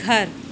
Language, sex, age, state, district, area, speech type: Hindi, female, 30-45, Uttar Pradesh, Mau, rural, read